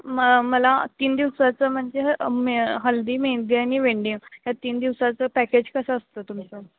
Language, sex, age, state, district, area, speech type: Marathi, female, 18-30, Maharashtra, Sangli, rural, conversation